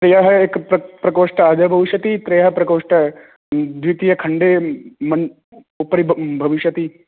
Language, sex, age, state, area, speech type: Sanskrit, male, 18-30, Rajasthan, urban, conversation